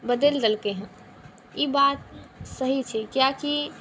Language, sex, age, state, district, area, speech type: Maithili, female, 18-30, Bihar, Saharsa, rural, spontaneous